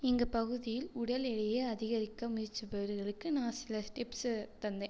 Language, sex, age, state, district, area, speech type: Tamil, female, 18-30, Tamil Nadu, Tiruchirappalli, rural, spontaneous